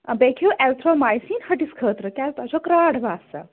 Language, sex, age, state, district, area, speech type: Kashmiri, female, 30-45, Jammu and Kashmir, Anantnag, rural, conversation